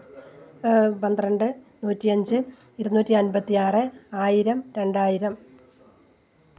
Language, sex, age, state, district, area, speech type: Malayalam, female, 60+, Kerala, Kollam, rural, spontaneous